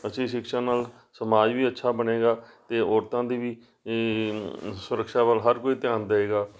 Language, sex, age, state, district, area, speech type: Punjabi, male, 45-60, Punjab, Amritsar, urban, spontaneous